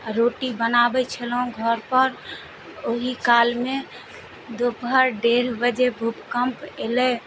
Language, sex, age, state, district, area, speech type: Maithili, female, 30-45, Bihar, Madhubani, rural, spontaneous